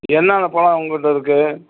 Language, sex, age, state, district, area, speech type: Tamil, male, 60+, Tamil Nadu, Perambalur, rural, conversation